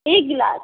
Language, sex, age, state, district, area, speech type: Hindi, female, 45-60, Rajasthan, Jodhpur, urban, conversation